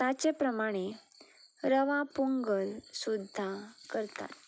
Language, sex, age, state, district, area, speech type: Goan Konkani, female, 18-30, Goa, Ponda, rural, spontaneous